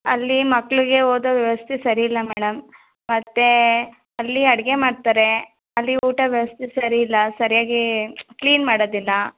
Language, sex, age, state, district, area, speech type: Kannada, female, 30-45, Karnataka, Mandya, rural, conversation